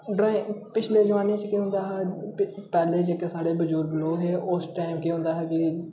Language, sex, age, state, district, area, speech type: Dogri, male, 18-30, Jammu and Kashmir, Udhampur, rural, spontaneous